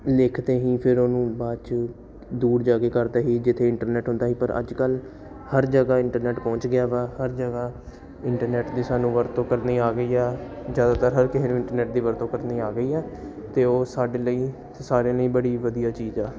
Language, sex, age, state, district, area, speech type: Punjabi, male, 18-30, Punjab, Jalandhar, urban, spontaneous